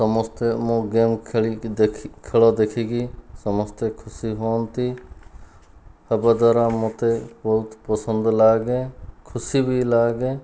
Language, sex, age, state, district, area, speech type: Odia, male, 30-45, Odisha, Kandhamal, rural, spontaneous